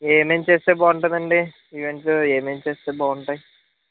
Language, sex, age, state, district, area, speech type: Telugu, male, 18-30, Andhra Pradesh, Konaseema, rural, conversation